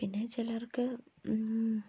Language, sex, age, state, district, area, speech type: Malayalam, female, 18-30, Kerala, Idukki, rural, spontaneous